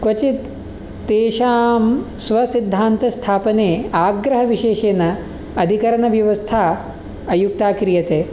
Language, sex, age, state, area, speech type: Sanskrit, male, 18-30, Delhi, urban, spontaneous